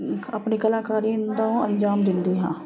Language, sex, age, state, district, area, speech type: Punjabi, female, 30-45, Punjab, Ludhiana, urban, spontaneous